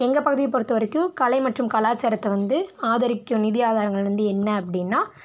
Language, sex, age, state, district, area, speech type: Tamil, female, 18-30, Tamil Nadu, Tiruppur, rural, spontaneous